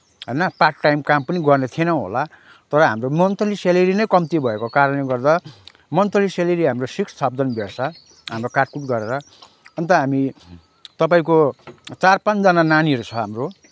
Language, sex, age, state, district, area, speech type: Nepali, male, 30-45, West Bengal, Kalimpong, rural, spontaneous